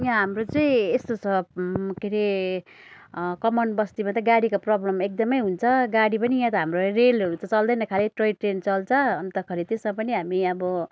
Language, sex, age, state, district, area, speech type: Nepali, female, 45-60, West Bengal, Darjeeling, rural, spontaneous